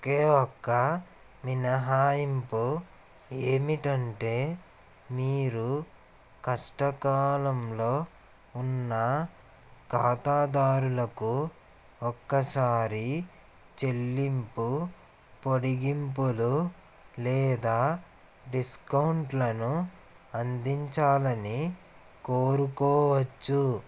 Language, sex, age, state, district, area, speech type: Telugu, male, 18-30, Andhra Pradesh, Eluru, urban, read